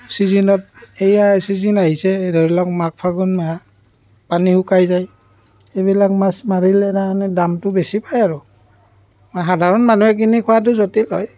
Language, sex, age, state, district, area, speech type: Assamese, male, 30-45, Assam, Barpeta, rural, spontaneous